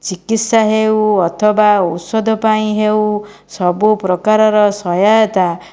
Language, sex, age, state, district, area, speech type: Odia, female, 45-60, Odisha, Jajpur, rural, spontaneous